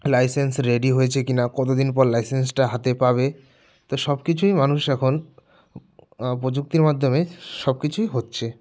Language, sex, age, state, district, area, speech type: Bengali, male, 18-30, West Bengal, Jalpaiguri, rural, spontaneous